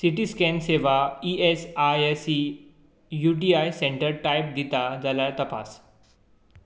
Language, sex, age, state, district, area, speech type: Goan Konkani, male, 18-30, Goa, Tiswadi, rural, read